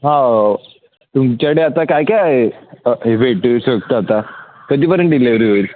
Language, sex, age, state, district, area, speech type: Marathi, male, 18-30, Maharashtra, Mumbai City, urban, conversation